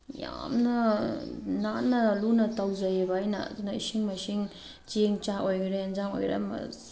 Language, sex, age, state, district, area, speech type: Manipuri, female, 30-45, Manipur, Tengnoupal, rural, spontaneous